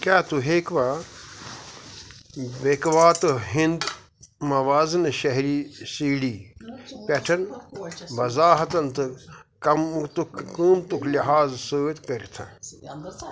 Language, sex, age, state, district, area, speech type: Kashmiri, male, 45-60, Jammu and Kashmir, Pulwama, rural, read